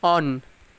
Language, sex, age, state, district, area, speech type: Nepali, male, 18-30, West Bengal, Kalimpong, urban, read